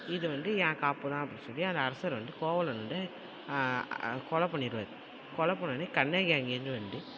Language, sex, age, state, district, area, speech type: Tamil, male, 18-30, Tamil Nadu, Tiruvarur, urban, spontaneous